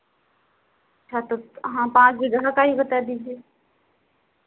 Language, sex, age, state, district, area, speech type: Hindi, female, 30-45, Uttar Pradesh, Sitapur, rural, conversation